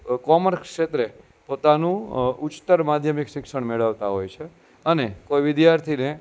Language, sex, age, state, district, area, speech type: Gujarati, male, 30-45, Gujarat, Junagadh, urban, spontaneous